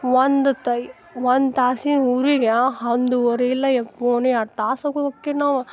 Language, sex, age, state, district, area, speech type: Kannada, female, 18-30, Karnataka, Dharwad, urban, spontaneous